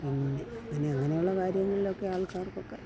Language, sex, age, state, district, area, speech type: Malayalam, female, 60+, Kerala, Pathanamthitta, rural, spontaneous